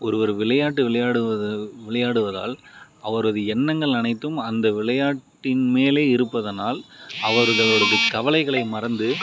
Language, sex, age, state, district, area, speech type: Tamil, male, 30-45, Tamil Nadu, Dharmapuri, rural, spontaneous